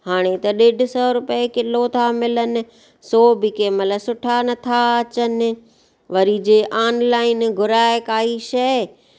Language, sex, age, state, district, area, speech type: Sindhi, female, 45-60, Maharashtra, Thane, urban, spontaneous